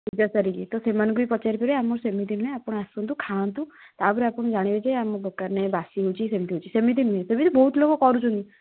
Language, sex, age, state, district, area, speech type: Odia, female, 18-30, Odisha, Kendujhar, urban, conversation